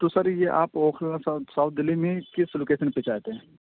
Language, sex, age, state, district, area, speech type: Urdu, male, 18-30, Delhi, South Delhi, urban, conversation